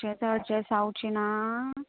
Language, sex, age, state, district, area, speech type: Goan Konkani, female, 30-45, Goa, Canacona, rural, conversation